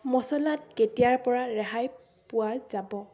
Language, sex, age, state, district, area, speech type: Assamese, female, 18-30, Assam, Biswanath, rural, read